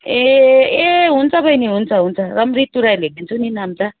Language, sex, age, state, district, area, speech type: Nepali, female, 45-60, West Bengal, Darjeeling, rural, conversation